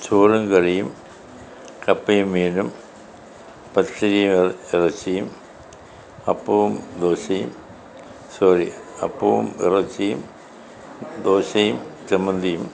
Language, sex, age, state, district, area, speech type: Malayalam, male, 60+, Kerala, Kollam, rural, spontaneous